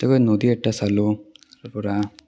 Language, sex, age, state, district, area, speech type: Assamese, male, 18-30, Assam, Barpeta, rural, spontaneous